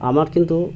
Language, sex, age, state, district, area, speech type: Bengali, male, 18-30, West Bengal, Birbhum, urban, spontaneous